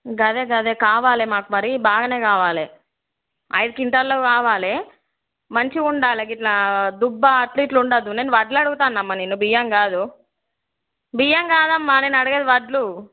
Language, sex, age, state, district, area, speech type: Telugu, female, 18-30, Telangana, Peddapalli, rural, conversation